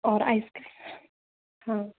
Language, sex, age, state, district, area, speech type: Hindi, female, 18-30, Madhya Pradesh, Narsinghpur, urban, conversation